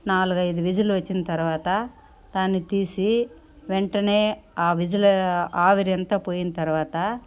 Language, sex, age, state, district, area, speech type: Telugu, female, 60+, Andhra Pradesh, Sri Balaji, urban, spontaneous